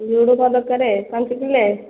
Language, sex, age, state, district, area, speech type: Odia, female, 30-45, Odisha, Khordha, rural, conversation